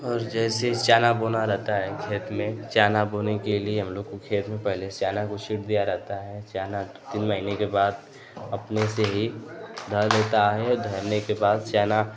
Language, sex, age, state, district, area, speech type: Hindi, male, 18-30, Uttar Pradesh, Ghazipur, urban, spontaneous